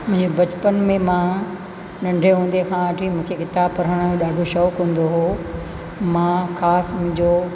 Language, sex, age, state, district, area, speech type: Sindhi, female, 60+, Rajasthan, Ajmer, urban, spontaneous